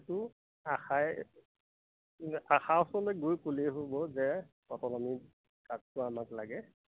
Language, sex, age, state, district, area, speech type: Assamese, male, 45-60, Assam, Majuli, rural, conversation